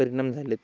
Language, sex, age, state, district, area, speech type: Marathi, male, 18-30, Maharashtra, Hingoli, urban, spontaneous